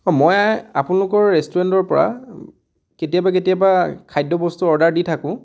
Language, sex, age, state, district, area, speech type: Assamese, male, 30-45, Assam, Dibrugarh, rural, spontaneous